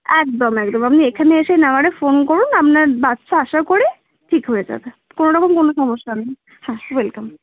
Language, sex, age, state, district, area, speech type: Bengali, female, 18-30, West Bengal, Cooch Behar, urban, conversation